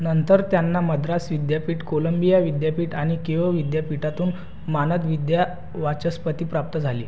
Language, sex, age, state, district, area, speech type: Marathi, male, 18-30, Maharashtra, Buldhana, urban, read